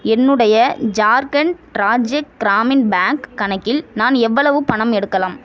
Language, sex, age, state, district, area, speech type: Tamil, female, 45-60, Tamil Nadu, Ariyalur, rural, read